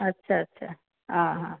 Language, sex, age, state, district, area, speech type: Odia, female, 60+, Odisha, Cuttack, urban, conversation